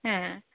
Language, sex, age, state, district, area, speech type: Bengali, female, 45-60, West Bengal, Darjeeling, rural, conversation